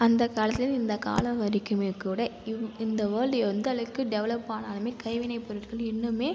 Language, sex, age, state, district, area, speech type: Tamil, female, 30-45, Tamil Nadu, Cuddalore, rural, spontaneous